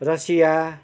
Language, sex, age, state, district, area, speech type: Nepali, male, 60+, West Bengal, Kalimpong, rural, spontaneous